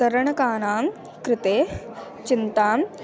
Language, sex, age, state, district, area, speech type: Sanskrit, female, 18-30, Andhra Pradesh, Eluru, rural, spontaneous